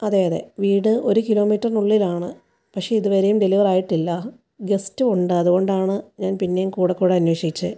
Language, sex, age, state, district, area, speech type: Malayalam, female, 30-45, Kerala, Kottayam, rural, spontaneous